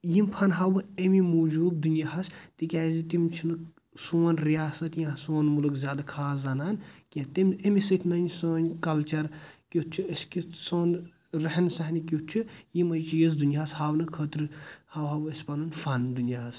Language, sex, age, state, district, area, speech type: Kashmiri, male, 18-30, Jammu and Kashmir, Kulgam, rural, spontaneous